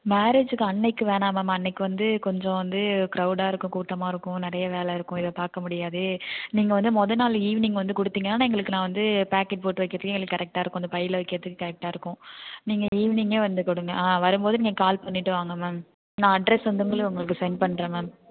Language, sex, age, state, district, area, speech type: Tamil, female, 18-30, Tamil Nadu, Thanjavur, rural, conversation